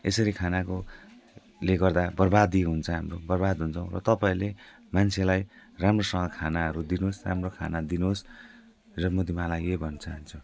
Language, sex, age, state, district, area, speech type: Nepali, male, 45-60, West Bengal, Jalpaiguri, urban, spontaneous